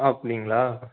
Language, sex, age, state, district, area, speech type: Tamil, male, 18-30, Tamil Nadu, Madurai, urban, conversation